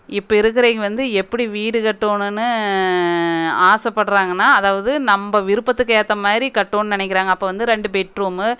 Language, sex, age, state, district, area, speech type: Tamil, female, 30-45, Tamil Nadu, Erode, rural, spontaneous